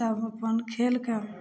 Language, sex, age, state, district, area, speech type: Maithili, female, 30-45, Bihar, Samastipur, rural, spontaneous